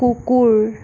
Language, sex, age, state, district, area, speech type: Assamese, female, 18-30, Assam, Sonitpur, rural, read